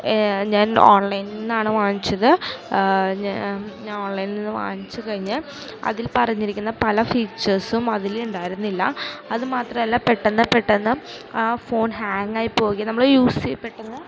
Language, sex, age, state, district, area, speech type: Malayalam, female, 18-30, Kerala, Ernakulam, rural, spontaneous